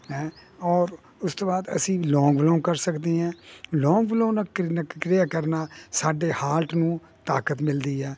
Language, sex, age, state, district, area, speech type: Punjabi, male, 60+, Punjab, Hoshiarpur, rural, spontaneous